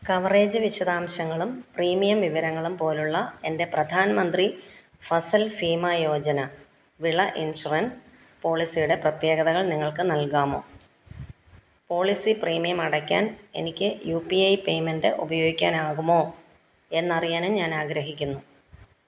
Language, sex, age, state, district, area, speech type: Malayalam, female, 45-60, Kerala, Pathanamthitta, rural, read